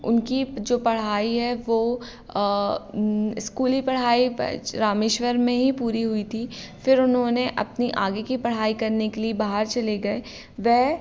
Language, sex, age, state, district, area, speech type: Hindi, female, 18-30, Madhya Pradesh, Hoshangabad, rural, spontaneous